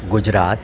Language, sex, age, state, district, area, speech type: Gujarati, male, 60+, Gujarat, Surat, urban, spontaneous